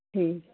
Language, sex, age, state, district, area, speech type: Hindi, female, 60+, Uttar Pradesh, Pratapgarh, rural, conversation